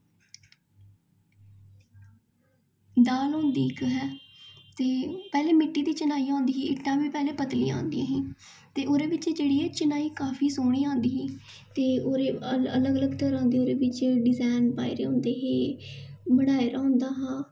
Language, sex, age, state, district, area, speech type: Dogri, female, 18-30, Jammu and Kashmir, Jammu, urban, spontaneous